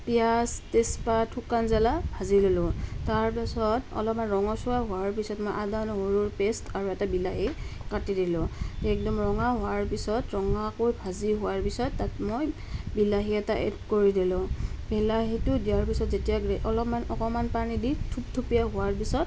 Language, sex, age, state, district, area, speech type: Assamese, female, 30-45, Assam, Nalbari, rural, spontaneous